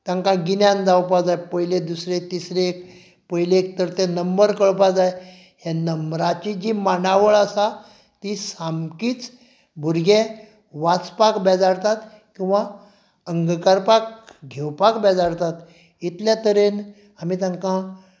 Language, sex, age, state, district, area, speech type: Goan Konkani, male, 45-60, Goa, Canacona, rural, spontaneous